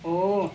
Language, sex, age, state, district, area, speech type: Nepali, female, 60+, West Bengal, Kalimpong, rural, read